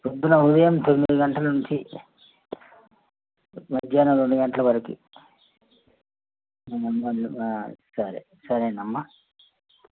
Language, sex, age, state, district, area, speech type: Telugu, male, 45-60, Telangana, Bhadradri Kothagudem, urban, conversation